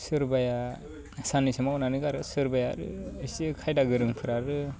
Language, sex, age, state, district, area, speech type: Bodo, male, 18-30, Assam, Baksa, rural, spontaneous